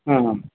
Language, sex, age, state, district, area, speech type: Kannada, male, 18-30, Karnataka, Dharwad, urban, conversation